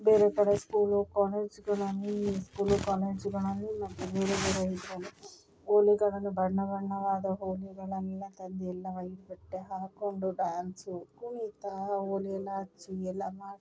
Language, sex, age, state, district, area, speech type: Kannada, female, 30-45, Karnataka, Mandya, rural, spontaneous